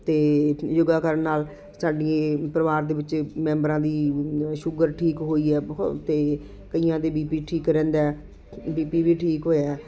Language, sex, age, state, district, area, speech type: Punjabi, female, 45-60, Punjab, Muktsar, urban, spontaneous